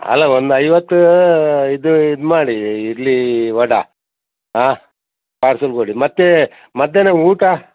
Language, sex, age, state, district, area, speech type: Kannada, male, 60+, Karnataka, Udupi, rural, conversation